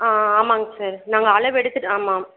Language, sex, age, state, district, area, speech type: Tamil, female, 18-30, Tamil Nadu, Krishnagiri, rural, conversation